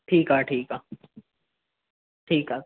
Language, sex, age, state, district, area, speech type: Sindhi, male, 18-30, Maharashtra, Mumbai Suburban, urban, conversation